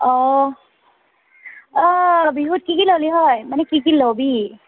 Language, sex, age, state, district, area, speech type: Assamese, female, 18-30, Assam, Tinsukia, urban, conversation